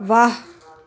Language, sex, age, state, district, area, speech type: Punjabi, female, 18-30, Punjab, Tarn Taran, rural, read